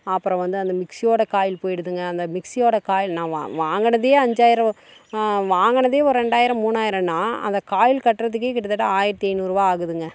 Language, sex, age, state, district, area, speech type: Tamil, female, 30-45, Tamil Nadu, Dharmapuri, rural, spontaneous